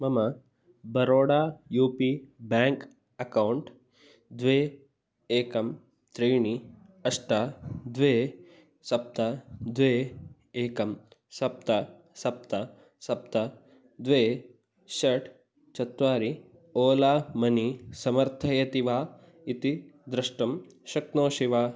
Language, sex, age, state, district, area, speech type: Sanskrit, male, 18-30, Kerala, Kasaragod, rural, read